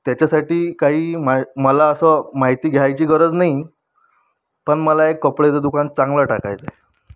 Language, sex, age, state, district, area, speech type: Marathi, female, 18-30, Maharashtra, Amravati, rural, spontaneous